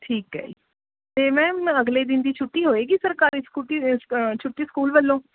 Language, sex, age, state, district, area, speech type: Punjabi, female, 30-45, Punjab, Mohali, rural, conversation